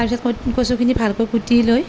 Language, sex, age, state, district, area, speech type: Assamese, female, 30-45, Assam, Nalbari, rural, spontaneous